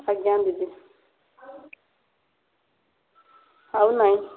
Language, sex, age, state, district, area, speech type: Odia, female, 30-45, Odisha, Mayurbhanj, rural, conversation